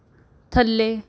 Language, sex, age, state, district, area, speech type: Punjabi, female, 18-30, Punjab, Rupnagar, urban, read